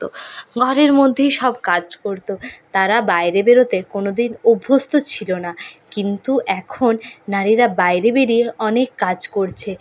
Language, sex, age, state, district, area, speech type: Bengali, female, 45-60, West Bengal, Purulia, rural, spontaneous